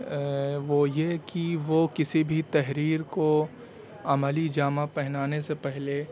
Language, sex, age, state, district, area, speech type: Urdu, male, 18-30, Delhi, South Delhi, urban, spontaneous